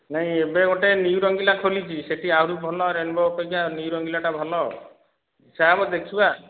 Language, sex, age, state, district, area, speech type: Odia, male, 30-45, Odisha, Dhenkanal, rural, conversation